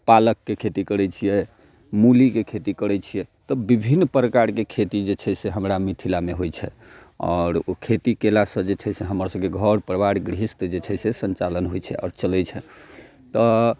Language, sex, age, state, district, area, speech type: Maithili, male, 30-45, Bihar, Muzaffarpur, rural, spontaneous